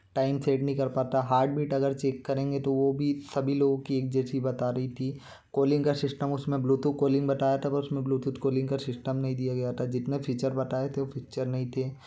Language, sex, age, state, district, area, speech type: Hindi, male, 18-30, Madhya Pradesh, Bhopal, urban, spontaneous